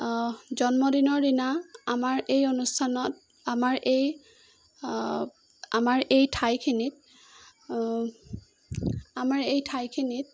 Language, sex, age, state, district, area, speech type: Assamese, female, 18-30, Assam, Jorhat, urban, spontaneous